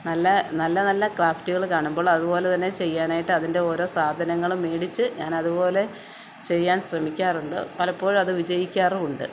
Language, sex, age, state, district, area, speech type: Malayalam, female, 45-60, Kerala, Kottayam, rural, spontaneous